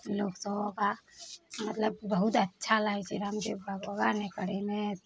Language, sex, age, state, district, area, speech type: Maithili, female, 45-60, Bihar, Araria, rural, spontaneous